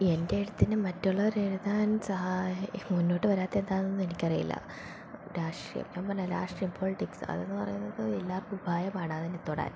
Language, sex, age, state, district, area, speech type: Malayalam, female, 18-30, Kerala, Palakkad, rural, spontaneous